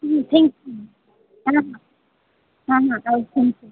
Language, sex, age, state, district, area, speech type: Gujarati, female, 18-30, Gujarat, Valsad, rural, conversation